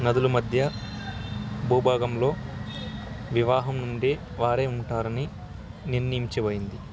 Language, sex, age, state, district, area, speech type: Telugu, male, 18-30, Andhra Pradesh, Sri Satya Sai, rural, spontaneous